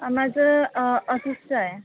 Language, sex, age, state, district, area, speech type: Marathi, female, 18-30, Maharashtra, Nagpur, urban, conversation